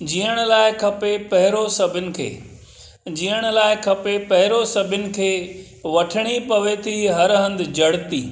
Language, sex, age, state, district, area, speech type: Sindhi, male, 60+, Maharashtra, Thane, urban, spontaneous